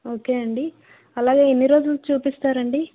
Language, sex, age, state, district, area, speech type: Telugu, female, 30-45, Andhra Pradesh, Vizianagaram, rural, conversation